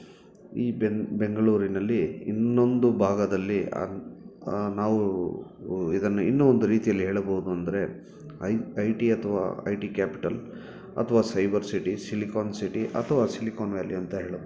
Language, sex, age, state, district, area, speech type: Kannada, male, 30-45, Karnataka, Bangalore Urban, urban, spontaneous